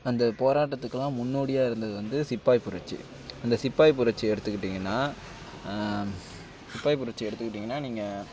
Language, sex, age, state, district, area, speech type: Tamil, male, 60+, Tamil Nadu, Mayiladuthurai, rural, spontaneous